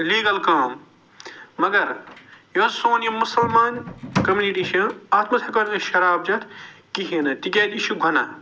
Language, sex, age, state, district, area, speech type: Kashmiri, male, 45-60, Jammu and Kashmir, Srinagar, urban, spontaneous